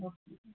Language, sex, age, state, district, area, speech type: Manipuri, female, 45-60, Manipur, Kangpokpi, urban, conversation